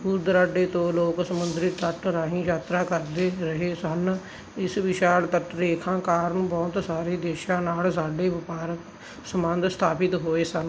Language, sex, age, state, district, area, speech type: Punjabi, male, 30-45, Punjab, Barnala, rural, read